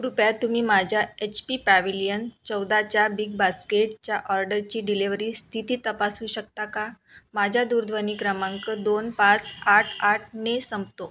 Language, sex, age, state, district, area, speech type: Marathi, female, 30-45, Maharashtra, Nagpur, urban, read